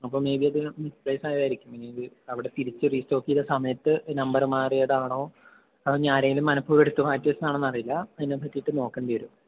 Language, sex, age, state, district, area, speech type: Malayalam, male, 18-30, Kerala, Palakkad, rural, conversation